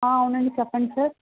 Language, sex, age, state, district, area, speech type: Telugu, female, 45-60, Andhra Pradesh, Vizianagaram, rural, conversation